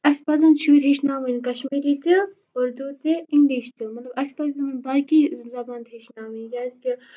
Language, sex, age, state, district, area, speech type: Kashmiri, female, 30-45, Jammu and Kashmir, Kupwara, rural, spontaneous